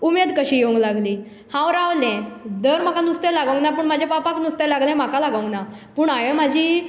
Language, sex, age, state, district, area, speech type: Goan Konkani, female, 18-30, Goa, Tiswadi, rural, spontaneous